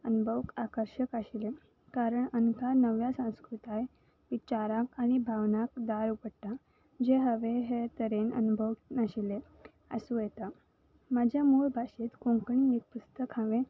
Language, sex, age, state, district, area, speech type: Goan Konkani, female, 18-30, Goa, Salcete, rural, spontaneous